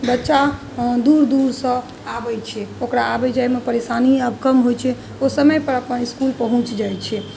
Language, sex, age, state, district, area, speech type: Maithili, female, 30-45, Bihar, Muzaffarpur, urban, spontaneous